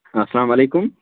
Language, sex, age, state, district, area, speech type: Kashmiri, male, 18-30, Jammu and Kashmir, Anantnag, rural, conversation